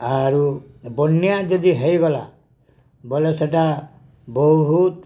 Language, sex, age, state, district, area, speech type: Odia, male, 60+, Odisha, Balangir, urban, spontaneous